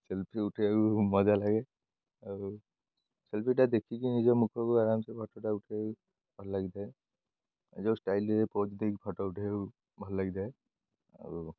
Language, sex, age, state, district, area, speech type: Odia, male, 18-30, Odisha, Jagatsinghpur, rural, spontaneous